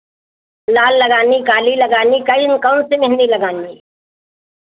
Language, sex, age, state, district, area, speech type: Hindi, female, 60+, Uttar Pradesh, Hardoi, rural, conversation